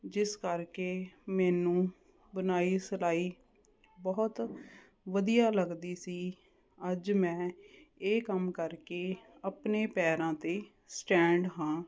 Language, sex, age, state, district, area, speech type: Punjabi, female, 30-45, Punjab, Jalandhar, urban, spontaneous